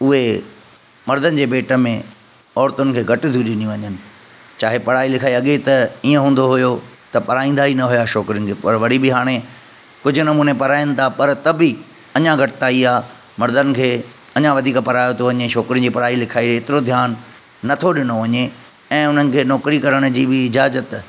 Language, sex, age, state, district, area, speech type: Sindhi, male, 30-45, Maharashtra, Thane, urban, spontaneous